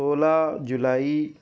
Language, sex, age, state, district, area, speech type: Urdu, male, 30-45, Telangana, Hyderabad, urban, spontaneous